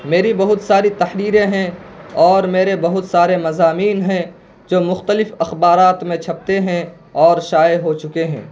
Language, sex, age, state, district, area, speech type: Urdu, male, 18-30, Bihar, Purnia, rural, spontaneous